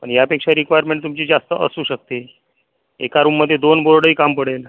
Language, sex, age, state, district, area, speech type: Marathi, male, 45-60, Maharashtra, Akola, rural, conversation